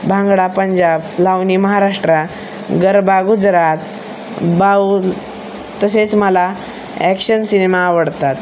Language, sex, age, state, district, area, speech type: Marathi, male, 18-30, Maharashtra, Osmanabad, rural, spontaneous